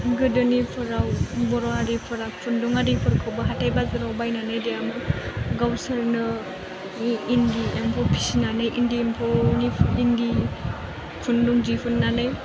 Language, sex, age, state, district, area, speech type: Bodo, female, 18-30, Assam, Chirang, rural, spontaneous